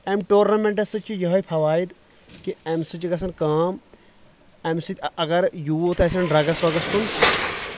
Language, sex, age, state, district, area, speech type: Kashmiri, male, 30-45, Jammu and Kashmir, Kulgam, rural, spontaneous